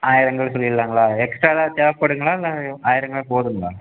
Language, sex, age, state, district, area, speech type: Tamil, male, 18-30, Tamil Nadu, Erode, urban, conversation